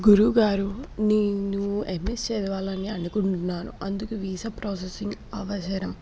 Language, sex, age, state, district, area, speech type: Telugu, female, 18-30, Telangana, Hyderabad, urban, spontaneous